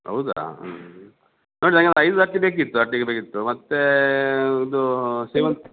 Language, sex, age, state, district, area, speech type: Kannada, male, 45-60, Karnataka, Dakshina Kannada, rural, conversation